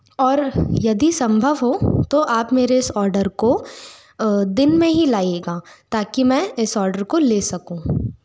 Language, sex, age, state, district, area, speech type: Hindi, female, 30-45, Madhya Pradesh, Bhopal, urban, spontaneous